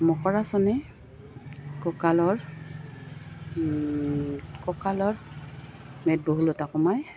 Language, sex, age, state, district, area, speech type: Assamese, female, 45-60, Assam, Goalpara, urban, spontaneous